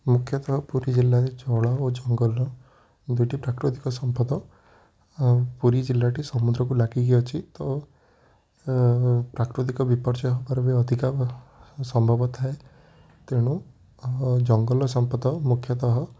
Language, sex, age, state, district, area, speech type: Odia, male, 18-30, Odisha, Puri, urban, spontaneous